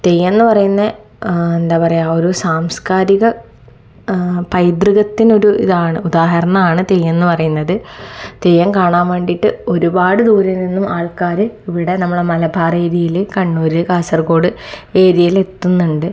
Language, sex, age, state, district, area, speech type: Malayalam, female, 18-30, Kerala, Kannur, rural, spontaneous